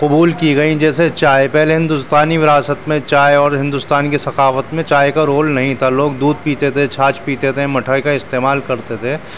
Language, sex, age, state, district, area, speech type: Urdu, male, 30-45, Delhi, New Delhi, urban, spontaneous